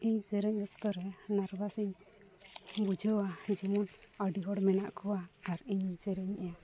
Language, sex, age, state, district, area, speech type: Santali, female, 45-60, Jharkhand, East Singhbhum, rural, spontaneous